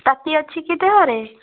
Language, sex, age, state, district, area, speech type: Odia, female, 18-30, Odisha, Bhadrak, rural, conversation